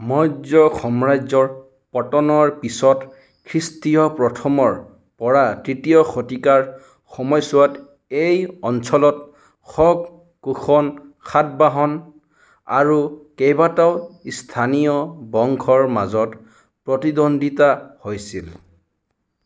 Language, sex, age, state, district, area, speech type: Assamese, male, 30-45, Assam, Sonitpur, rural, read